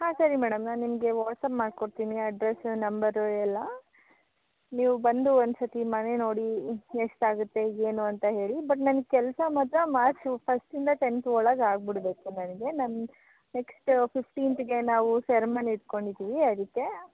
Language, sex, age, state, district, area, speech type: Kannada, female, 18-30, Karnataka, Hassan, rural, conversation